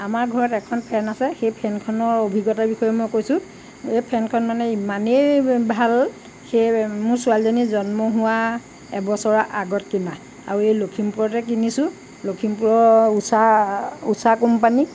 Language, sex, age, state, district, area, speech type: Assamese, female, 60+, Assam, Lakhimpur, rural, spontaneous